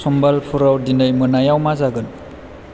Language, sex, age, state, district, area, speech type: Bodo, male, 18-30, Assam, Chirang, urban, read